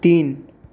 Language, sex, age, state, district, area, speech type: Marathi, male, 18-30, Maharashtra, Raigad, rural, read